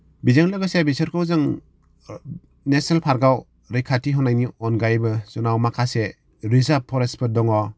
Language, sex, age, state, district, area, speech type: Bodo, male, 30-45, Assam, Kokrajhar, rural, spontaneous